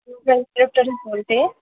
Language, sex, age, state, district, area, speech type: Marathi, female, 18-30, Maharashtra, Sindhudurg, rural, conversation